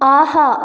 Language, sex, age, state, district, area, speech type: Tamil, female, 30-45, Tamil Nadu, Cuddalore, rural, read